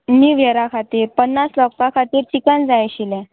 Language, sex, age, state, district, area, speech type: Goan Konkani, female, 18-30, Goa, Murmgao, rural, conversation